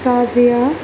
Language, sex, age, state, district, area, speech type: Urdu, female, 18-30, Uttar Pradesh, Gautam Buddha Nagar, rural, spontaneous